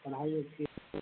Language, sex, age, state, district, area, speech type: Hindi, male, 45-60, Uttar Pradesh, Sitapur, rural, conversation